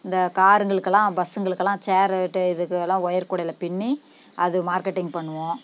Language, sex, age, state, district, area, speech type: Tamil, female, 45-60, Tamil Nadu, Namakkal, rural, spontaneous